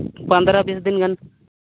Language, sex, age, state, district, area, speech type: Santali, male, 30-45, Jharkhand, Seraikela Kharsawan, rural, conversation